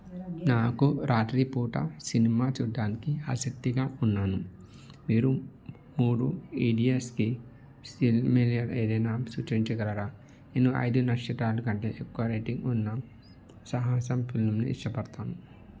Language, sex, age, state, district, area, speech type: Telugu, male, 30-45, Telangana, Peddapalli, rural, read